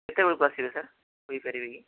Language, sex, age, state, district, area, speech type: Odia, male, 18-30, Odisha, Nabarangpur, urban, conversation